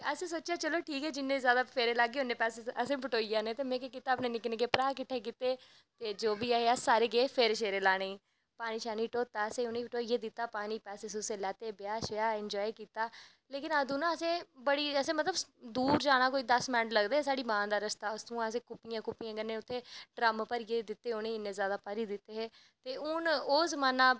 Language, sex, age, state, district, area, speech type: Dogri, female, 18-30, Jammu and Kashmir, Reasi, rural, spontaneous